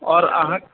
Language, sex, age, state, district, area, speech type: Maithili, male, 30-45, Bihar, Madhubani, rural, conversation